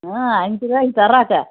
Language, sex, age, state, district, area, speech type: Tamil, female, 60+, Tamil Nadu, Kallakurichi, urban, conversation